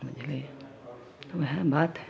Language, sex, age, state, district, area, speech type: Maithili, female, 30-45, Bihar, Samastipur, rural, spontaneous